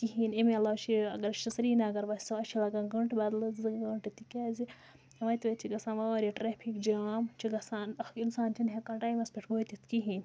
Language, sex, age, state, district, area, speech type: Kashmiri, female, 18-30, Jammu and Kashmir, Budgam, rural, spontaneous